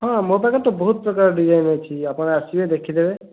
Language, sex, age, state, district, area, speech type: Odia, male, 18-30, Odisha, Dhenkanal, rural, conversation